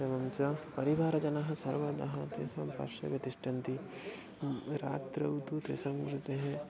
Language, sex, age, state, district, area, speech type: Sanskrit, male, 18-30, Odisha, Bhadrak, rural, spontaneous